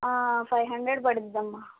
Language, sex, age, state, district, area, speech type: Telugu, female, 18-30, Andhra Pradesh, Guntur, urban, conversation